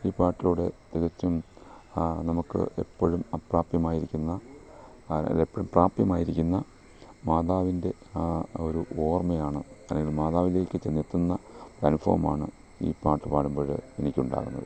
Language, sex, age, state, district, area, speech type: Malayalam, male, 45-60, Kerala, Kollam, rural, spontaneous